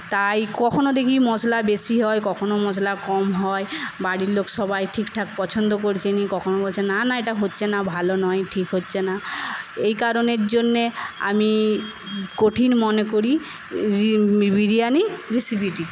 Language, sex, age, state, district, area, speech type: Bengali, female, 60+, West Bengal, Paschim Medinipur, rural, spontaneous